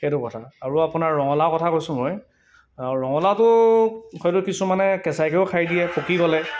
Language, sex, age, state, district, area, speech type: Assamese, male, 18-30, Assam, Sivasagar, rural, spontaneous